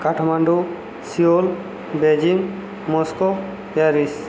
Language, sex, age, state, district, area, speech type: Odia, male, 45-60, Odisha, Subarnapur, urban, spontaneous